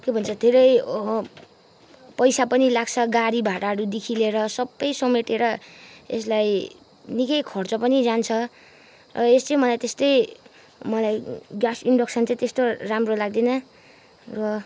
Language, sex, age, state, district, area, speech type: Nepali, female, 18-30, West Bengal, Kalimpong, rural, spontaneous